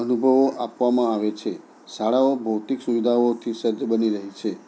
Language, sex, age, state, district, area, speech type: Gujarati, male, 60+, Gujarat, Anand, urban, spontaneous